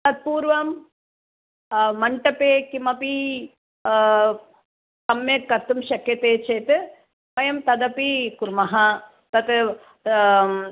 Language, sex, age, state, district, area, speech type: Sanskrit, female, 60+, Kerala, Palakkad, urban, conversation